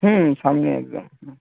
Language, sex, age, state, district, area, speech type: Bengali, male, 18-30, West Bengal, Cooch Behar, urban, conversation